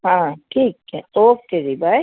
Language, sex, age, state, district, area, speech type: Punjabi, female, 60+, Punjab, Gurdaspur, urban, conversation